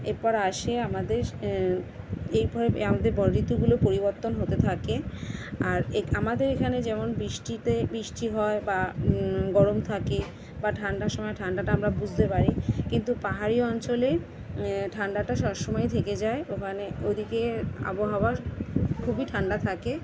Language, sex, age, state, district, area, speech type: Bengali, female, 30-45, West Bengal, Kolkata, urban, spontaneous